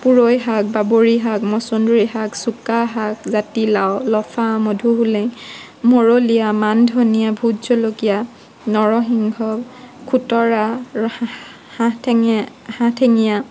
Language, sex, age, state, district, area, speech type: Assamese, female, 18-30, Assam, Morigaon, rural, spontaneous